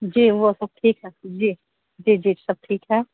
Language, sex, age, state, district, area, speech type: Urdu, female, 45-60, Bihar, Gaya, urban, conversation